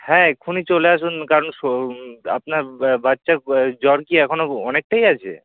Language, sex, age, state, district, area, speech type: Bengali, male, 18-30, West Bengal, Kolkata, urban, conversation